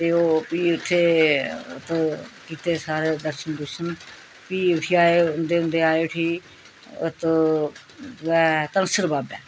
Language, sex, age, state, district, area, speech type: Dogri, female, 45-60, Jammu and Kashmir, Reasi, rural, spontaneous